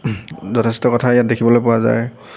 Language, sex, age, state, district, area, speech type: Assamese, male, 18-30, Assam, Golaghat, urban, spontaneous